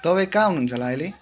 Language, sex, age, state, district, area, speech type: Nepali, male, 18-30, West Bengal, Kalimpong, rural, spontaneous